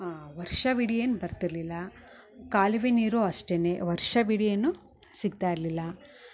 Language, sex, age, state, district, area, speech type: Kannada, female, 30-45, Karnataka, Mysore, rural, spontaneous